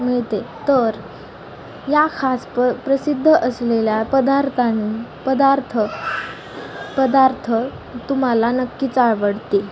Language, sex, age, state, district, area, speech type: Marathi, female, 18-30, Maharashtra, Osmanabad, rural, spontaneous